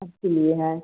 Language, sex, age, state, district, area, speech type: Hindi, female, 45-60, Uttar Pradesh, Jaunpur, rural, conversation